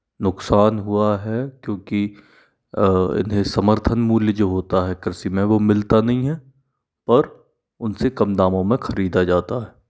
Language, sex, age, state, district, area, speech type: Hindi, male, 45-60, Madhya Pradesh, Bhopal, urban, spontaneous